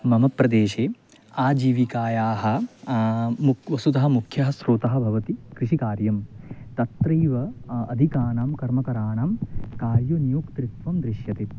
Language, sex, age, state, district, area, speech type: Sanskrit, male, 18-30, West Bengal, Paschim Medinipur, urban, spontaneous